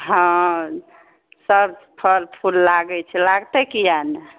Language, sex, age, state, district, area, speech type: Maithili, female, 30-45, Bihar, Saharsa, rural, conversation